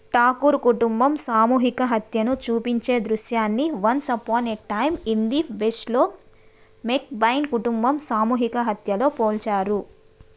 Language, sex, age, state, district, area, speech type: Telugu, female, 30-45, Andhra Pradesh, Nellore, urban, read